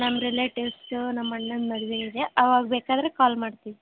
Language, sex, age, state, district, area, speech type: Kannada, female, 18-30, Karnataka, Koppal, rural, conversation